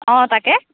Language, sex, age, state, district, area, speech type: Assamese, female, 45-60, Assam, Morigaon, rural, conversation